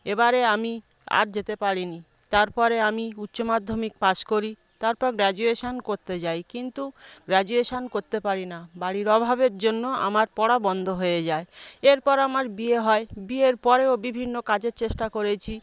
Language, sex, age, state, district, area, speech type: Bengali, female, 45-60, West Bengal, South 24 Parganas, rural, spontaneous